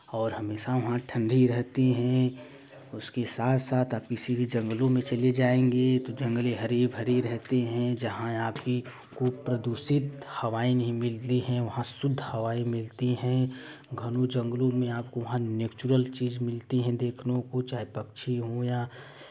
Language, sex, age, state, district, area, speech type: Hindi, male, 18-30, Uttar Pradesh, Chandauli, urban, spontaneous